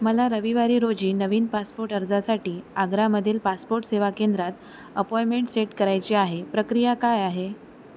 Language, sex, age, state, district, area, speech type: Marathi, female, 18-30, Maharashtra, Sindhudurg, rural, read